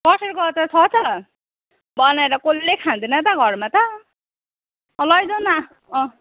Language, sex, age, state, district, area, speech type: Nepali, female, 18-30, West Bengal, Kalimpong, rural, conversation